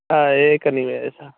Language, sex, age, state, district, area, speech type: Sanskrit, male, 18-30, Uttar Pradesh, Pratapgarh, rural, conversation